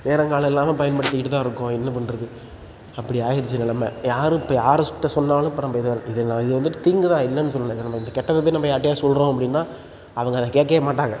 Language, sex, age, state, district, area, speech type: Tamil, male, 18-30, Tamil Nadu, Tiruchirappalli, rural, spontaneous